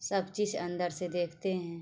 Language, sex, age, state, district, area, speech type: Hindi, female, 30-45, Uttar Pradesh, Azamgarh, rural, spontaneous